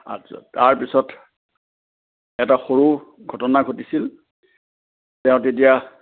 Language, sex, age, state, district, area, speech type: Assamese, male, 60+, Assam, Kamrup Metropolitan, urban, conversation